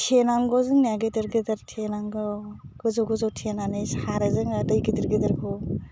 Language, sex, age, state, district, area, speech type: Bodo, female, 30-45, Assam, Udalguri, urban, spontaneous